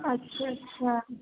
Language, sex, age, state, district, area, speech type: Urdu, female, 18-30, Uttar Pradesh, Gautam Buddha Nagar, urban, conversation